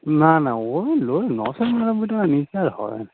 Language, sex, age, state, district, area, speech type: Bengali, male, 30-45, West Bengal, North 24 Parganas, urban, conversation